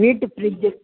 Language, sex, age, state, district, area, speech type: Tamil, female, 60+, Tamil Nadu, Vellore, rural, conversation